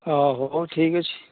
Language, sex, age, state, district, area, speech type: Odia, male, 45-60, Odisha, Gajapati, rural, conversation